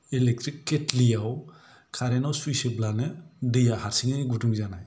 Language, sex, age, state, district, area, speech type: Bodo, male, 45-60, Assam, Kokrajhar, rural, spontaneous